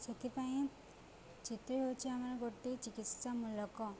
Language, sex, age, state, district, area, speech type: Odia, female, 18-30, Odisha, Subarnapur, urban, spontaneous